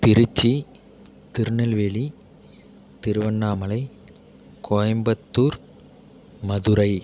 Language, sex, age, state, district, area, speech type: Tamil, male, 30-45, Tamil Nadu, Tiruvarur, urban, spontaneous